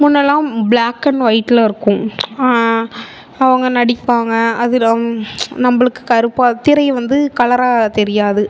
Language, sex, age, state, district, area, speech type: Tamil, female, 30-45, Tamil Nadu, Mayiladuthurai, urban, spontaneous